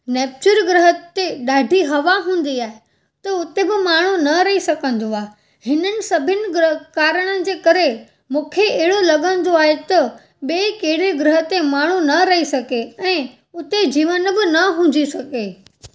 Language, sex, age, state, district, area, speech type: Sindhi, female, 18-30, Gujarat, Junagadh, urban, spontaneous